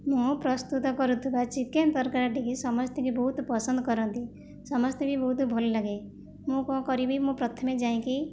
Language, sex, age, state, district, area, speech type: Odia, female, 45-60, Odisha, Jajpur, rural, spontaneous